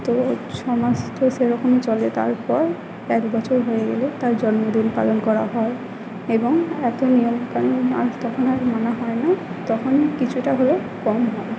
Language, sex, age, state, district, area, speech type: Bengali, female, 18-30, West Bengal, Purba Bardhaman, rural, spontaneous